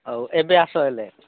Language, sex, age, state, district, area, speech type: Odia, male, 30-45, Odisha, Nabarangpur, urban, conversation